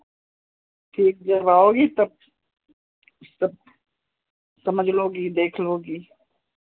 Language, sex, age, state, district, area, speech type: Hindi, female, 60+, Uttar Pradesh, Hardoi, rural, conversation